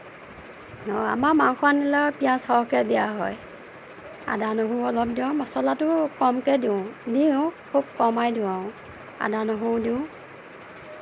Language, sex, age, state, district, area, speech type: Assamese, female, 30-45, Assam, Nagaon, rural, spontaneous